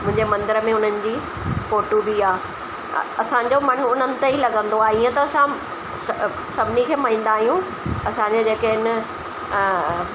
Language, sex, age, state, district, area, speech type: Sindhi, female, 45-60, Delhi, South Delhi, urban, spontaneous